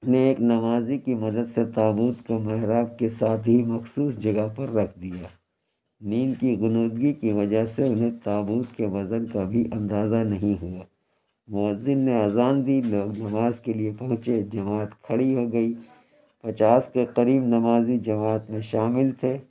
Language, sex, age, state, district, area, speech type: Urdu, male, 60+, Uttar Pradesh, Lucknow, urban, spontaneous